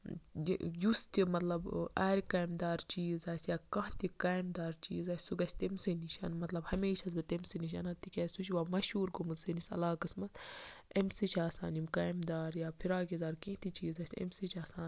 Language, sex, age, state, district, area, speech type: Kashmiri, female, 18-30, Jammu and Kashmir, Baramulla, rural, spontaneous